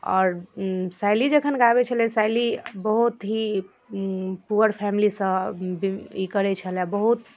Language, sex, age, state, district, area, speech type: Maithili, female, 18-30, Bihar, Darbhanga, rural, spontaneous